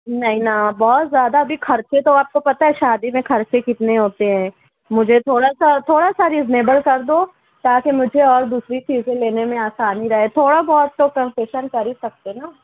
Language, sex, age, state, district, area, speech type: Urdu, male, 45-60, Maharashtra, Nashik, urban, conversation